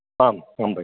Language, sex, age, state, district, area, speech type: Sanskrit, male, 60+, Karnataka, Dharwad, rural, conversation